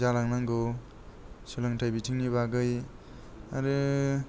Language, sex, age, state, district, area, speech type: Bodo, male, 30-45, Assam, Kokrajhar, rural, spontaneous